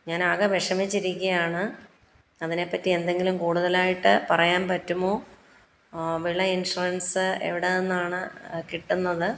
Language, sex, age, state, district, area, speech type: Malayalam, female, 45-60, Kerala, Pathanamthitta, rural, spontaneous